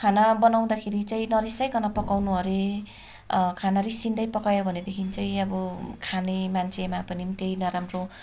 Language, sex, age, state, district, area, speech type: Nepali, female, 30-45, West Bengal, Darjeeling, rural, spontaneous